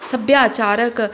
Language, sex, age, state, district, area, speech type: Punjabi, female, 30-45, Punjab, Amritsar, urban, spontaneous